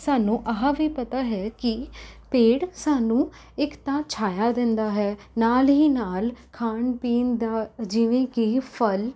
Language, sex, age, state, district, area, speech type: Punjabi, female, 18-30, Punjab, Rupnagar, urban, spontaneous